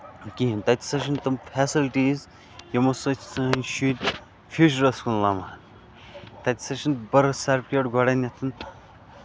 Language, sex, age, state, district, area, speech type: Kashmiri, male, 18-30, Jammu and Kashmir, Bandipora, rural, spontaneous